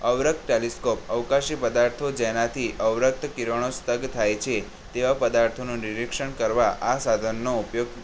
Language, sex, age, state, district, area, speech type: Gujarati, male, 18-30, Gujarat, Kheda, rural, spontaneous